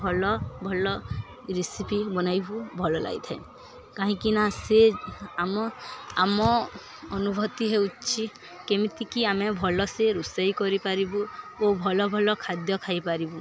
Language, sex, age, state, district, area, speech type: Odia, female, 18-30, Odisha, Balangir, urban, spontaneous